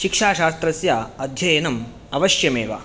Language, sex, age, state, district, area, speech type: Sanskrit, male, 18-30, Karnataka, Udupi, rural, spontaneous